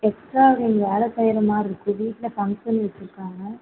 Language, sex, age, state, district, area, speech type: Tamil, female, 30-45, Tamil Nadu, Erode, rural, conversation